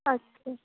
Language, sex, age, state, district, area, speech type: Bengali, female, 18-30, West Bengal, Bankura, rural, conversation